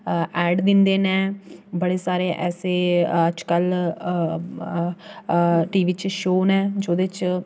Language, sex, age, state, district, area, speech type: Dogri, female, 18-30, Jammu and Kashmir, Jammu, rural, spontaneous